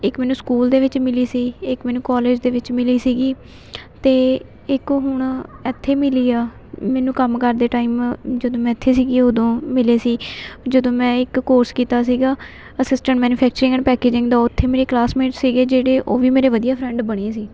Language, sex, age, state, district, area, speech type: Punjabi, female, 18-30, Punjab, Fatehgarh Sahib, rural, spontaneous